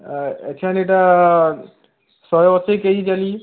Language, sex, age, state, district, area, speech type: Odia, male, 18-30, Odisha, Subarnapur, urban, conversation